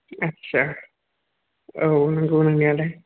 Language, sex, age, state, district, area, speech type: Bodo, male, 30-45, Assam, Chirang, rural, conversation